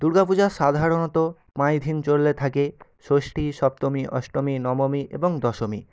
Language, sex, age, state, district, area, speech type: Bengali, male, 18-30, West Bengal, Nadia, urban, spontaneous